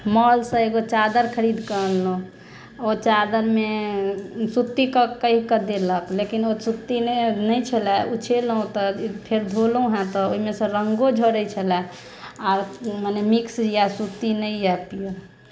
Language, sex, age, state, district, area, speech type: Maithili, female, 30-45, Bihar, Sitamarhi, urban, spontaneous